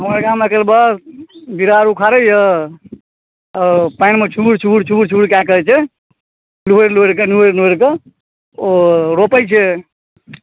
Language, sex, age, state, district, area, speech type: Maithili, male, 30-45, Bihar, Supaul, rural, conversation